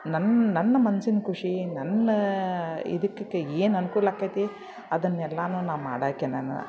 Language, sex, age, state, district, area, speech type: Kannada, female, 45-60, Karnataka, Dharwad, urban, spontaneous